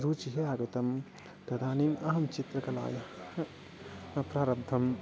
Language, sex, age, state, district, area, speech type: Sanskrit, male, 18-30, Odisha, Bhadrak, rural, spontaneous